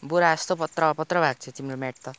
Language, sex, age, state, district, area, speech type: Nepali, male, 18-30, West Bengal, Darjeeling, rural, spontaneous